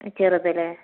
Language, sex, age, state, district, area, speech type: Malayalam, female, 18-30, Kerala, Malappuram, rural, conversation